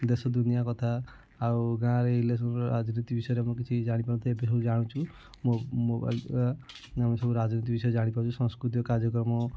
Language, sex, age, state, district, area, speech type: Odia, male, 30-45, Odisha, Kendujhar, urban, spontaneous